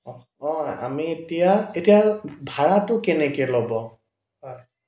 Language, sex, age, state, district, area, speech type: Assamese, male, 30-45, Assam, Dibrugarh, urban, spontaneous